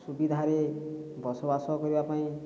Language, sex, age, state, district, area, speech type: Odia, male, 30-45, Odisha, Boudh, rural, spontaneous